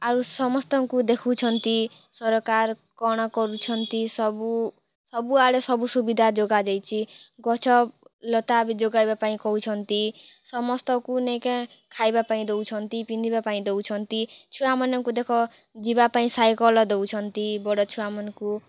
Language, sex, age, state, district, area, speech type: Odia, female, 18-30, Odisha, Kalahandi, rural, spontaneous